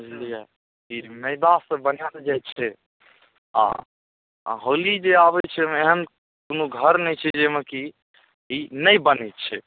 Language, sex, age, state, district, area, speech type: Maithili, male, 18-30, Bihar, Saharsa, rural, conversation